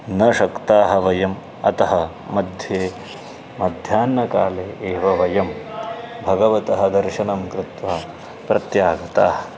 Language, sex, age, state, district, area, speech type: Sanskrit, male, 30-45, Karnataka, Uttara Kannada, urban, spontaneous